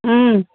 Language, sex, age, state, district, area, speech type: Assamese, female, 60+, Assam, Charaideo, urban, conversation